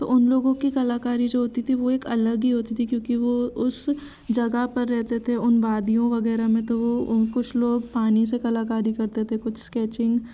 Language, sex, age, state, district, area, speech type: Hindi, female, 18-30, Madhya Pradesh, Jabalpur, urban, spontaneous